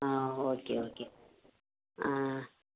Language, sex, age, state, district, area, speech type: Tamil, female, 45-60, Tamil Nadu, Madurai, urban, conversation